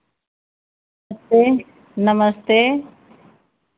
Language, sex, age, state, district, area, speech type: Hindi, female, 60+, Uttar Pradesh, Ayodhya, rural, conversation